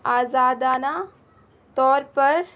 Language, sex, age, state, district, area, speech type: Urdu, female, 18-30, Bihar, Gaya, rural, spontaneous